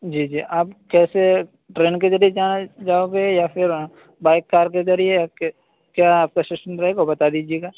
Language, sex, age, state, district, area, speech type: Urdu, male, 18-30, Uttar Pradesh, Saharanpur, urban, conversation